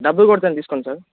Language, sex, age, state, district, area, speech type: Telugu, male, 18-30, Telangana, Bhadradri Kothagudem, urban, conversation